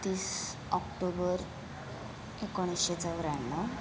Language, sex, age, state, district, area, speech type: Marathi, female, 18-30, Maharashtra, Mumbai Suburban, urban, spontaneous